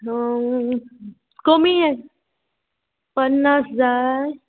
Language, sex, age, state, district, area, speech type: Goan Konkani, female, 45-60, Goa, Murmgao, rural, conversation